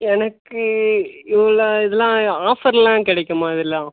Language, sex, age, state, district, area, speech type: Tamil, male, 18-30, Tamil Nadu, Kallakurichi, rural, conversation